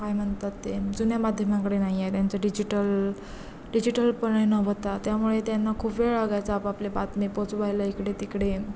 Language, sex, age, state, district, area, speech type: Marathi, female, 18-30, Maharashtra, Ratnagiri, rural, spontaneous